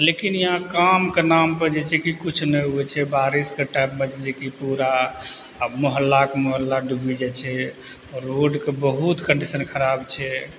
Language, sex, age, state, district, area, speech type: Maithili, male, 30-45, Bihar, Purnia, rural, spontaneous